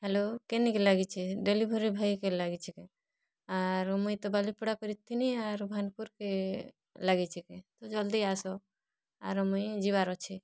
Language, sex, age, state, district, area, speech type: Odia, female, 30-45, Odisha, Kalahandi, rural, spontaneous